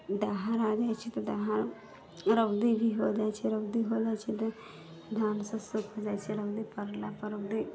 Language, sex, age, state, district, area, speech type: Maithili, female, 18-30, Bihar, Sitamarhi, rural, spontaneous